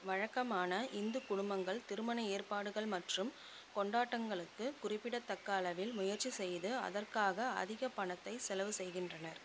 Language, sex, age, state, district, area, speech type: Tamil, female, 45-60, Tamil Nadu, Chengalpattu, rural, read